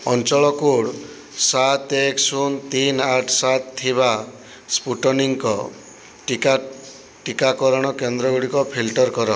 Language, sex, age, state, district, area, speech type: Odia, male, 60+, Odisha, Boudh, rural, read